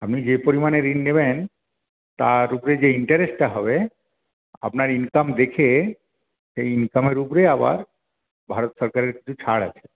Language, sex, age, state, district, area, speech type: Bengali, male, 60+, West Bengal, Paschim Bardhaman, urban, conversation